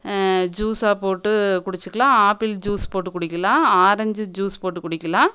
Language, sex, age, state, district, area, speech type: Tamil, female, 30-45, Tamil Nadu, Erode, rural, spontaneous